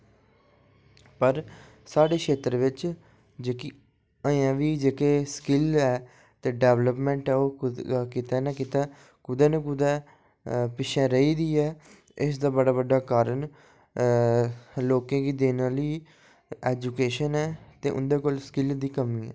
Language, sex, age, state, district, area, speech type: Dogri, male, 45-60, Jammu and Kashmir, Udhampur, rural, spontaneous